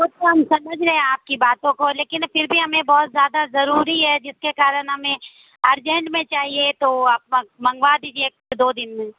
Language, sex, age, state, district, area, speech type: Urdu, female, 30-45, Bihar, Supaul, rural, conversation